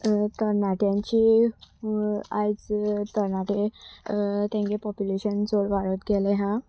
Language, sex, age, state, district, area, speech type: Goan Konkani, female, 18-30, Goa, Sanguem, rural, spontaneous